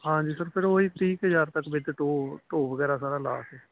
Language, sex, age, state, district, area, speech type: Punjabi, male, 30-45, Punjab, Kapurthala, rural, conversation